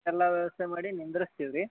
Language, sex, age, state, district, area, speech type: Kannada, male, 18-30, Karnataka, Bagalkot, rural, conversation